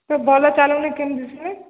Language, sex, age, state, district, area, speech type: Odia, female, 45-60, Odisha, Sambalpur, rural, conversation